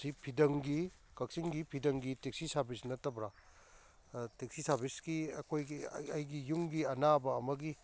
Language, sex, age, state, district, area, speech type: Manipuri, male, 45-60, Manipur, Kakching, rural, spontaneous